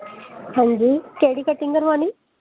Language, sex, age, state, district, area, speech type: Dogri, female, 30-45, Jammu and Kashmir, Samba, urban, conversation